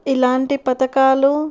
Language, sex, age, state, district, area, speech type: Telugu, female, 18-30, Andhra Pradesh, Kurnool, urban, spontaneous